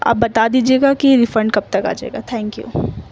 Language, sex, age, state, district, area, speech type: Urdu, female, 18-30, Delhi, East Delhi, urban, spontaneous